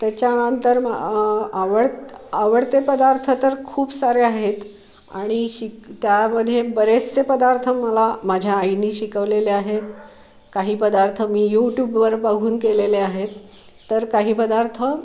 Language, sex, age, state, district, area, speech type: Marathi, female, 45-60, Maharashtra, Pune, urban, spontaneous